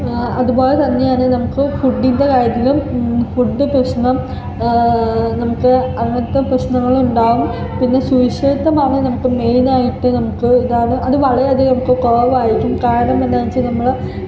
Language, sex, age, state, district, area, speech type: Malayalam, female, 18-30, Kerala, Ernakulam, rural, spontaneous